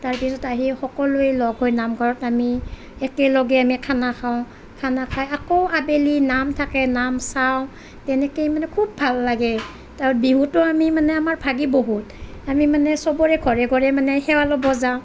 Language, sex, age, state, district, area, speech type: Assamese, female, 30-45, Assam, Nalbari, rural, spontaneous